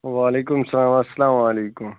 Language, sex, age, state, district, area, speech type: Kashmiri, male, 18-30, Jammu and Kashmir, Bandipora, rural, conversation